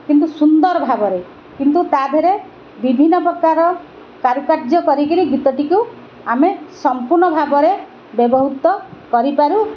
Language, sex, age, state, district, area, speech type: Odia, female, 60+, Odisha, Kendrapara, urban, spontaneous